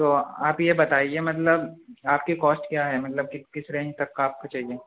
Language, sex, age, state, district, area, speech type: Urdu, male, 18-30, Uttar Pradesh, Rampur, urban, conversation